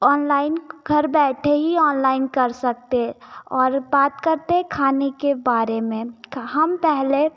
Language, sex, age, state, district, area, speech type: Hindi, female, 18-30, Madhya Pradesh, Betul, rural, spontaneous